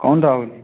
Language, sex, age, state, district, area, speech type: Hindi, male, 18-30, Madhya Pradesh, Jabalpur, urban, conversation